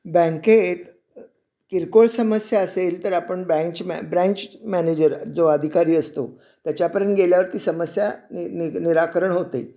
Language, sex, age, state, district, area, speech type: Marathi, male, 60+, Maharashtra, Sangli, urban, spontaneous